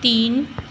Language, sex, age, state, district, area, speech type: Hindi, female, 30-45, Madhya Pradesh, Chhindwara, urban, read